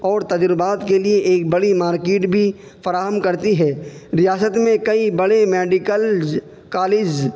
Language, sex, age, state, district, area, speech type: Urdu, male, 18-30, Uttar Pradesh, Saharanpur, urban, spontaneous